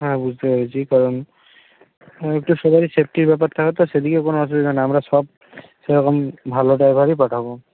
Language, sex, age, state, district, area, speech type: Bengali, male, 60+, West Bengal, Purba Medinipur, rural, conversation